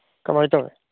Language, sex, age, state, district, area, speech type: Manipuri, male, 30-45, Manipur, Kangpokpi, urban, conversation